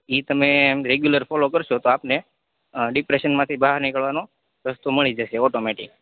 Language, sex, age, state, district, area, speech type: Gujarati, male, 30-45, Gujarat, Rajkot, rural, conversation